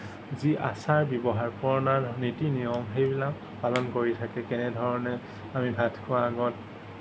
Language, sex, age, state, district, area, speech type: Assamese, male, 18-30, Assam, Kamrup Metropolitan, urban, spontaneous